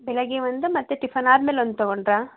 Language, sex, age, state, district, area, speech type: Kannada, female, 45-60, Karnataka, Hassan, urban, conversation